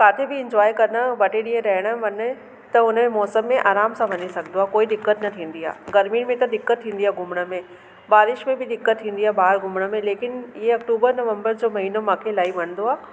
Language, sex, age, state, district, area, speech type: Sindhi, female, 30-45, Delhi, South Delhi, urban, spontaneous